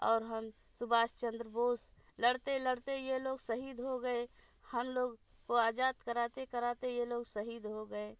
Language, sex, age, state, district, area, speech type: Hindi, female, 60+, Uttar Pradesh, Bhadohi, urban, spontaneous